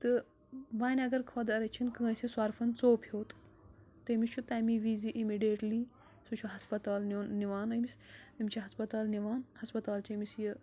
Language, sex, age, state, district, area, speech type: Kashmiri, female, 18-30, Jammu and Kashmir, Bandipora, rural, spontaneous